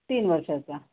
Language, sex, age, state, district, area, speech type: Marathi, female, 45-60, Maharashtra, Nanded, urban, conversation